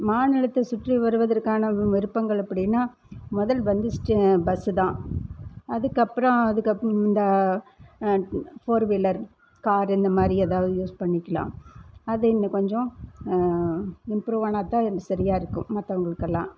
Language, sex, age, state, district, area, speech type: Tamil, female, 60+, Tamil Nadu, Erode, urban, spontaneous